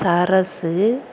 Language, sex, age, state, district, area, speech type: Tamil, female, 30-45, Tamil Nadu, Perambalur, rural, spontaneous